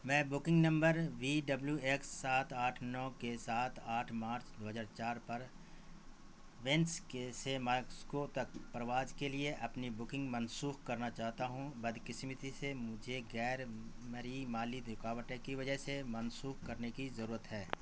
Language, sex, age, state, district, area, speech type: Urdu, male, 45-60, Bihar, Saharsa, rural, read